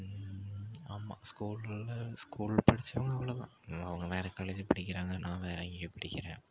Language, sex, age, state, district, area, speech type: Tamil, male, 45-60, Tamil Nadu, Ariyalur, rural, spontaneous